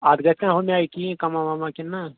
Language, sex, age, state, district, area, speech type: Kashmiri, male, 30-45, Jammu and Kashmir, Srinagar, urban, conversation